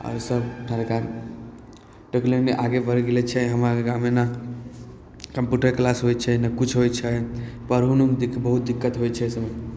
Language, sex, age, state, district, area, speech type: Maithili, male, 18-30, Bihar, Samastipur, rural, spontaneous